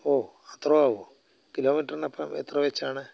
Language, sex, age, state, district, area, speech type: Malayalam, male, 60+, Kerala, Alappuzha, rural, spontaneous